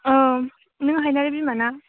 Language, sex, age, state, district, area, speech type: Bodo, female, 18-30, Assam, Chirang, urban, conversation